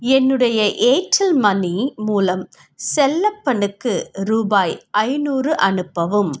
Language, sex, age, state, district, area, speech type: Tamil, female, 30-45, Tamil Nadu, Pudukkottai, urban, read